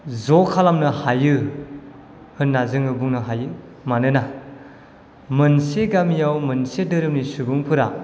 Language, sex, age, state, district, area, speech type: Bodo, male, 18-30, Assam, Chirang, rural, spontaneous